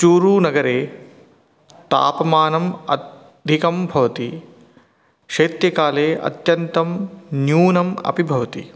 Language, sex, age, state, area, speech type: Sanskrit, male, 30-45, Rajasthan, urban, spontaneous